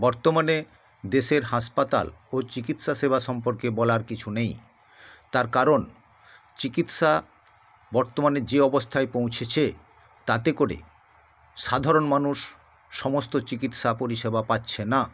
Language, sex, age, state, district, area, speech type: Bengali, male, 60+, West Bengal, South 24 Parganas, rural, spontaneous